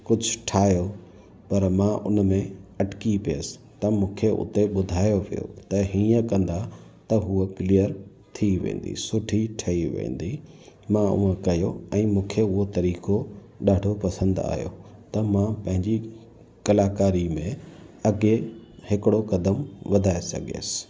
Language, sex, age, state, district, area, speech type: Sindhi, male, 30-45, Gujarat, Kutch, rural, spontaneous